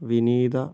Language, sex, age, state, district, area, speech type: Malayalam, male, 45-60, Kerala, Kozhikode, urban, spontaneous